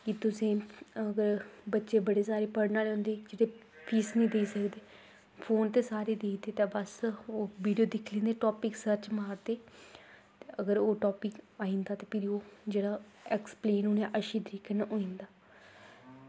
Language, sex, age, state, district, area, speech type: Dogri, female, 18-30, Jammu and Kashmir, Kathua, rural, spontaneous